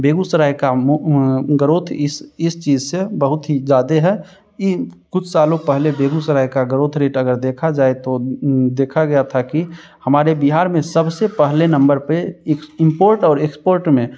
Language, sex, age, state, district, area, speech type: Hindi, male, 18-30, Bihar, Begusarai, rural, spontaneous